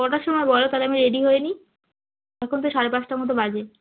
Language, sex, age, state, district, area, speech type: Bengali, female, 18-30, West Bengal, South 24 Parganas, rural, conversation